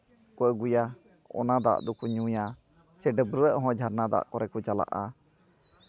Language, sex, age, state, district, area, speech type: Santali, male, 30-45, West Bengal, Malda, rural, spontaneous